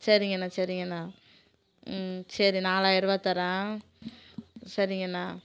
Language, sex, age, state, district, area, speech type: Tamil, female, 30-45, Tamil Nadu, Kallakurichi, urban, spontaneous